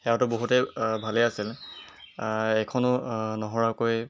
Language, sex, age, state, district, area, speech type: Assamese, male, 18-30, Assam, Jorhat, urban, spontaneous